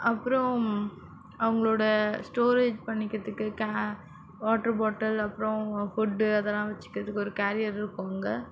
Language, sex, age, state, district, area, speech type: Tamil, female, 45-60, Tamil Nadu, Mayiladuthurai, urban, spontaneous